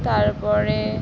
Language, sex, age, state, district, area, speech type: Bengali, female, 18-30, West Bengal, Howrah, urban, spontaneous